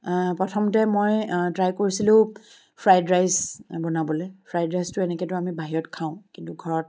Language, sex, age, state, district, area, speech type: Assamese, female, 45-60, Assam, Charaideo, urban, spontaneous